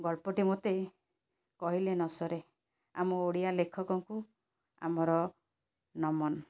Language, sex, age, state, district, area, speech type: Odia, female, 45-60, Odisha, Cuttack, urban, spontaneous